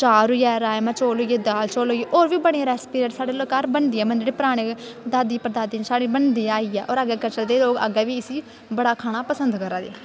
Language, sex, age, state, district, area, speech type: Dogri, female, 18-30, Jammu and Kashmir, Kathua, rural, spontaneous